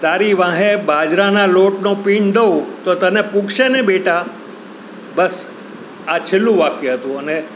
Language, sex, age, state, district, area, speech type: Gujarati, male, 60+, Gujarat, Rajkot, urban, spontaneous